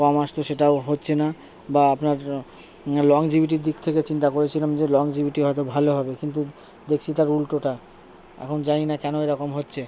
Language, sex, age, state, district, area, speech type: Bengali, male, 60+, West Bengal, Purba Bardhaman, rural, spontaneous